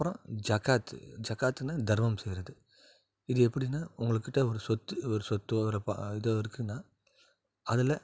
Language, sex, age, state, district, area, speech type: Tamil, male, 30-45, Tamil Nadu, Salem, urban, spontaneous